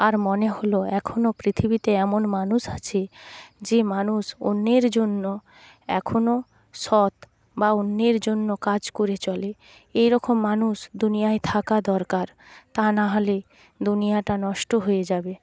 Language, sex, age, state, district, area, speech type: Bengali, female, 30-45, West Bengal, Purba Medinipur, rural, spontaneous